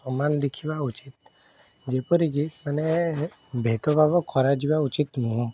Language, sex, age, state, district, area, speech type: Odia, male, 18-30, Odisha, Puri, urban, spontaneous